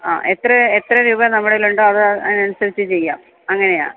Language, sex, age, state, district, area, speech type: Malayalam, female, 30-45, Kerala, Kottayam, urban, conversation